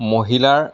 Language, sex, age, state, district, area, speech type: Assamese, male, 30-45, Assam, Lakhimpur, rural, spontaneous